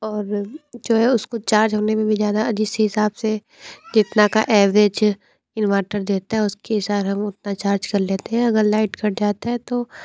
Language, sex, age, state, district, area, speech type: Hindi, female, 18-30, Uttar Pradesh, Sonbhadra, rural, spontaneous